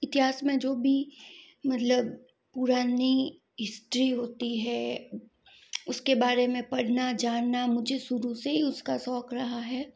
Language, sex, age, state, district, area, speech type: Hindi, female, 45-60, Rajasthan, Jodhpur, urban, spontaneous